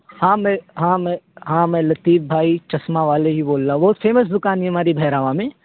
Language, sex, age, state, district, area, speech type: Urdu, male, 18-30, Uttar Pradesh, Siddharthnagar, rural, conversation